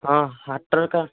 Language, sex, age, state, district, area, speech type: Odia, male, 18-30, Odisha, Nayagarh, rural, conversation